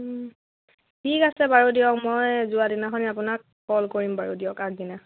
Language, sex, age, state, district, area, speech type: Assamese, female, 18-30, Assam, Lakhimpur, rural, conversation